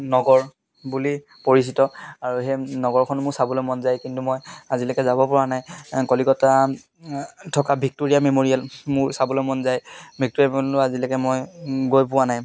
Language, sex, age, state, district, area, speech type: Assamese, male, 30-45, Assam, Charaideo, rural, spontaneous